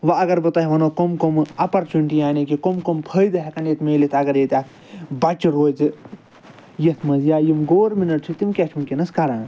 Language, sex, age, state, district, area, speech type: Kashmiri, male, 30-45, Jammu and Kashmir, Srinagar, urban, spontaneous